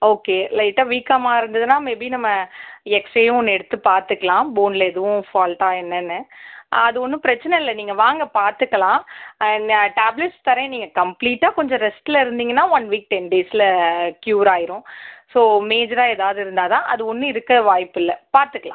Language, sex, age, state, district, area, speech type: Tamil, female, 30-45, Tamil Nadu, Sivaganga, rural, conversation